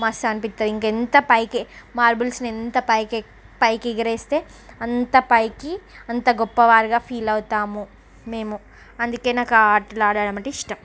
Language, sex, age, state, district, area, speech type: Telugu, female, 45-60, Andhra Pradesh, Srikakulam, urban, spontaneous